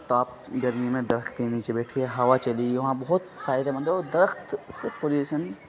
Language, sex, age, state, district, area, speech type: Urdu, male, 30-45, Bihar, Khagaria, rural, spontaneous